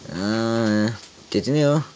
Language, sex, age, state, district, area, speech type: Nepali, male, 18-30, West Bengal, Kalimpong, rural, spontaneous